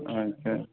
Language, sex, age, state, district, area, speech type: Hindi, male, 30-45, Rajasthan, Karauli, rural, conversation